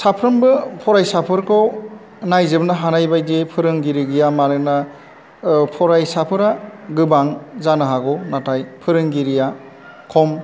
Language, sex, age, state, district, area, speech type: Bodo, male, 45-60, Assam, Chirang, urban, spontaneous